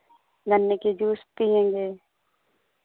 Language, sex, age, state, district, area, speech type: Hindi, female, 45-60, Uttar Pradesh, Pratapgarh, rural, conversation